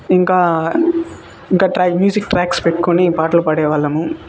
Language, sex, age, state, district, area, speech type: Telugu, male, 18-30, Andhra Pradesh, Sri Balaji, rural, spontaneous